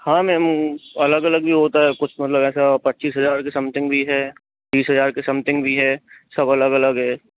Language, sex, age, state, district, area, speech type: Hindi, male, 60+, Madhya Pradesh, Bhopal, urban, conversation